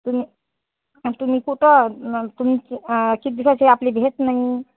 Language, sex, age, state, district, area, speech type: Marathi, female, 30-45, Maharashtra, Washim, rural, conversation